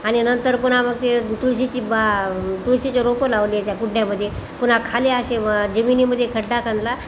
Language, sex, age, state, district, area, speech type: Marathi, female, 60+, Maharashtra, Nanded, urban, spontaneous